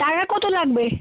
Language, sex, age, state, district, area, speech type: Bengali, female, 18-30, West Bengal, Malda, urban, conversation